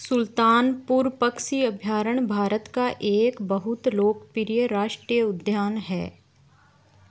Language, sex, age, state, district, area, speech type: Hindi, female, 18-30, Rajasthan, Nagaur, urban, read